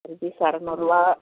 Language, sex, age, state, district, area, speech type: Tamil, female, 60+, Tamil Nadu, Ariyalur, rural, conversation